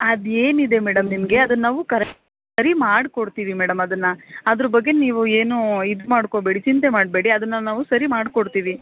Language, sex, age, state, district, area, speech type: Kannada, female, 30-45, Karnataka, Mandya, urban, conversation